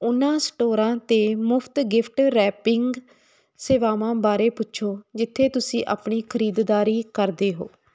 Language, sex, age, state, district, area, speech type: Punjabi, female, 30-45, Punjab, Hoshiarpur, rural, read